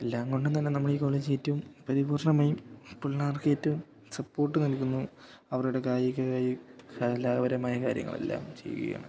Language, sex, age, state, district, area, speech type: Malayalam, male, 18-30, Kerala, Idukki, rural, spontaneous